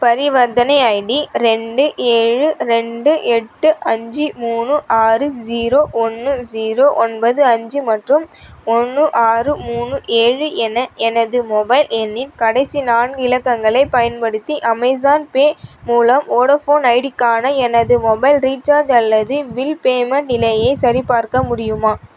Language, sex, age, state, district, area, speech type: Tamil, female, 18-30, Tamil Nadu, Vellore, urban, read